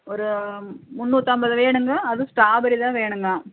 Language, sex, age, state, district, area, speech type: Tamil, female, 45-60, Tamil Nadu, Coimbatore, urban, conversation